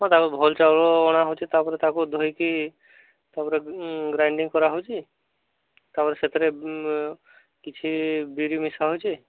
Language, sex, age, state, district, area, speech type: Odia, male, 30-45, Odisha, Subarnapur, urban, conversation